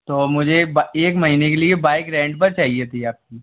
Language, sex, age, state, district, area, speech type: Hindi, male, 30-45, Madhya Pradesh, Gwalior, urban, conversation